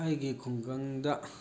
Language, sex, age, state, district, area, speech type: Manipuri, male, 30-45, Manipur, Thoubal, rural, spontaneous